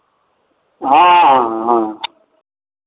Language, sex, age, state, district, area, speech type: Maithili, male, 60+, Bihar, Madhepura, rural, conversation